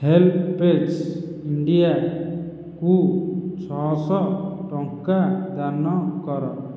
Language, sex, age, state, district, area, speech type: Odia, male, 18-30, Odisha, Khordha, rural, read